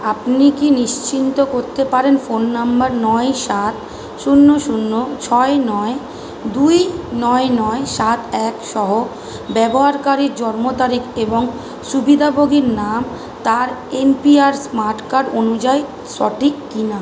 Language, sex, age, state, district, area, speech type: Bengali, female, 30-45, West Bengal, Kolkata, urban, read